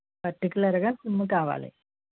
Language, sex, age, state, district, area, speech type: Telugu, female, 60+, Andhra Pradesh, Konaseema, rural, conversation